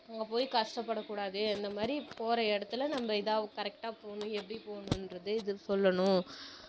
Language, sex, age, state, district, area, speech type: Tamil, female, 18-30, Tamil Nadu, Kallakurichi, rural, spontaneous